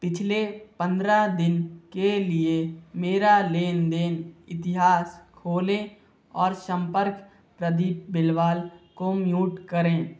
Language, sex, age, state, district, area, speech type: Hindi, male, 18-30, Madhya Pradesh, Bhopal, urban, read